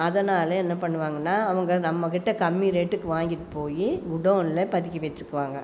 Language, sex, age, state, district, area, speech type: Tamil, female, 45-60, Tamil Nadu, Coimbatore, rural, spontaneous